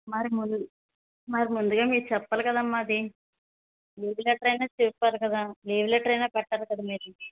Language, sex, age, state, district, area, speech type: Telugu, female, 18-30, Andhra Pradesh, Vizianagaram, rural, conversation